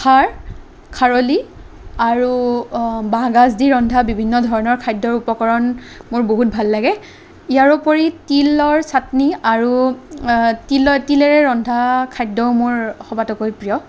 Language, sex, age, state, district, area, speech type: Assamese, female, 18-30, Assam, Kamrup Metropolitan, urban, spontaneous